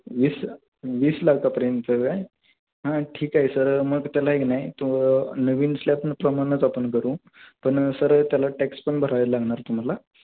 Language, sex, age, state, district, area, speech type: Marathi, male, 18-30, Maharashtra, Sangli, urban, conversation